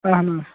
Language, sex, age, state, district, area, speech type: Kashmiri, male, 18-30, Jammu and Kashmir, Srinagar, urban, conversation